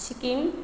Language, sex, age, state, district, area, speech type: Nepali, female, 30-45, West Bengal, Alipurduar, urban, spontaneous